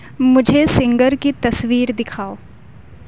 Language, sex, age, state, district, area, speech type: Urdu, female, 18-30, Uttar Pradesh, Aligarh, urban, read